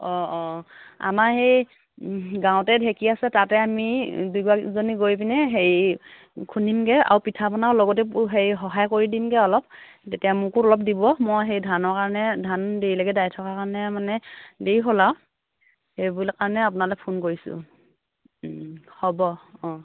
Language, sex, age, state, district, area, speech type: Assamese, female, 45-60, Assam, Dhemaji, urban, conversation